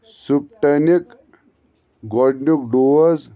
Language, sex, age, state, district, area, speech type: Kashmiri, male, 30-45, Jammu and Kashmir, Anantnag, rural, read